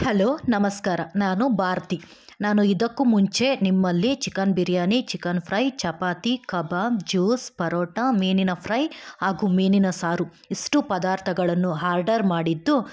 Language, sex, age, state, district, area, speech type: Kannada, female, 18-30, Karnataka, Chikkaballapur, rural, spontaneous